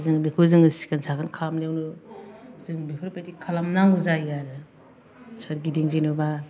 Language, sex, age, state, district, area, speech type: Bodo, female, 45-60, Assam, Kokrajhar, urban, spontaneous